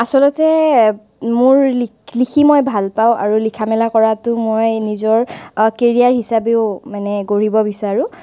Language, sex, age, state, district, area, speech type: Assamese, female, 18-30, Assam, Nalbari, rural, spontaneous